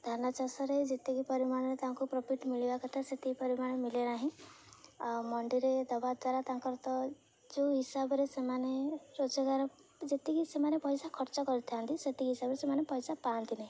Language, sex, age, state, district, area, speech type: Odia, female, 18-30, Odisha, Jagatsinghpur, rural, spontaneous